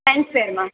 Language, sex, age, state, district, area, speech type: Gujarati, female, 18-30, Gujarat, Surat, urban, conversation